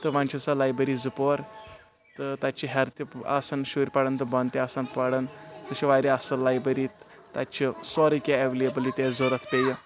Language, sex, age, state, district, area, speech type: Kashmiri, male, 18-30, Jammu and Kashmir, Kulgam, urban, spontaneous